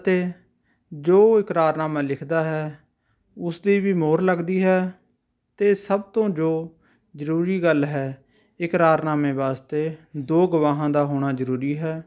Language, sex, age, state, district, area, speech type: Punjabi, male, 30-45, Punjab, Rupnagar, urban, spontaneous